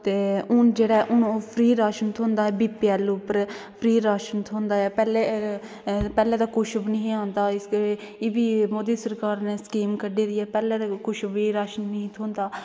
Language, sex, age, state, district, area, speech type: Dogri, female, 18-30, Jammu and Kashmir, Kathua, rural, spontaneous